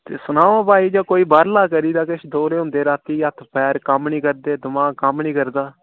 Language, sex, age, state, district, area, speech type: Dogri, male, 30-45, Jammu and Kashmir, Udhampur, rural, conversation